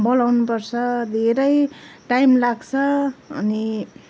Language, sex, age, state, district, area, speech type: Nepali, female, 45-60, West Bengal, Kalimpong, rural, spontaneous